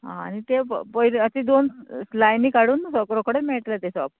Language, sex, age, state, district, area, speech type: Goan Konkani, female, 45-60, Goa, Murmgao, rural, conversation